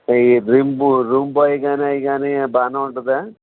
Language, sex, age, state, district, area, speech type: Telugu, male, 60+, Andhra Pradesh, N T Rama Rao, urban, conversation